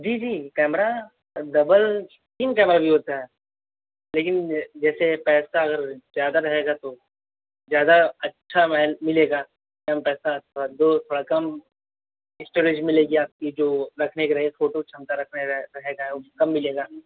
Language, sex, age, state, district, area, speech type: Hindi, male, 18-30, Uttar Pradesh, Azamgarh, rural, conversation